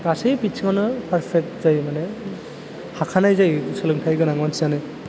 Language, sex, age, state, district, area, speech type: Bodo, male, 18-30, Assam, Chirang, urban, spontaneous